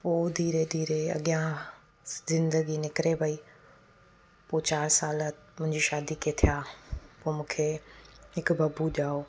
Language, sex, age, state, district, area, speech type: Sindhi, female, 30-45, Gujarat, Junagadh, urban, spontaneous